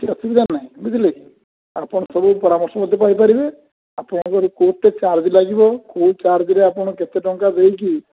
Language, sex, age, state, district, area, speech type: Odia, male, 45-60, Odisha, Mayurbhanj, rural, conversation